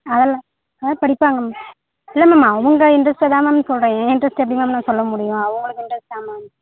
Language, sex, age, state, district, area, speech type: Tamil, female, 45-60, Tamil Nadu, Tiruchirappalli, rural, conversation